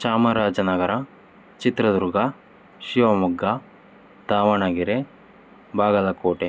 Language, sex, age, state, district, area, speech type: Kannada, male, 30-45, Karnataka, Davanagere, rural, spontaneous